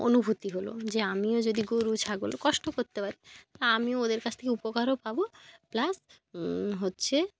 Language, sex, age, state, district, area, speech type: Bengali, female, 18-30, West Bengal, North 24 Parganas, rural, spontaneous